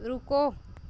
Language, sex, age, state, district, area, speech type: Hindi, female, 30-45, Uttar Pradesh, Pratapgarh, rural, read